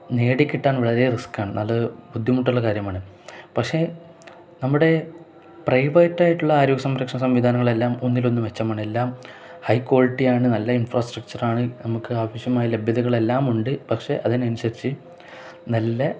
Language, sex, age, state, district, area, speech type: Malayalam, male, 18-30, Kerala, Kozhikode, rural, spontaneous